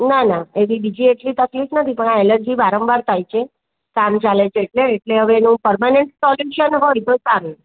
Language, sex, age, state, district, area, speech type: Gujarati, female, 45-60, Gujarat, Surat, urban, conversation